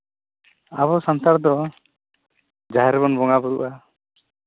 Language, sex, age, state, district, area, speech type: Santali, male, 30-45, Jharkhand, East Singhbhum, rural, conversation